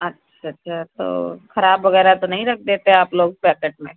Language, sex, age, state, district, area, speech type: Hindi, female, 45-60, Uttar Pradesh, Sitapur, rural, conversation